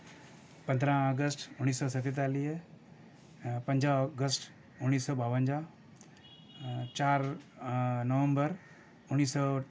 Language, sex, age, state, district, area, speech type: Sindhi, male, 60+, Maharashtra, Mumbai City, urban, spontaneous